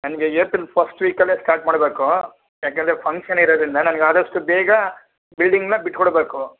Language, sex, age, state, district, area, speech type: Kannada, male, 60+, Karnataka, Shimoga, urban, conversation